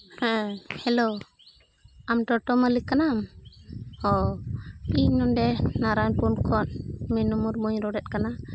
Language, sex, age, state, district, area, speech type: Santali, female, 30-45, Jharkhand, Pakur, rural, spontaneous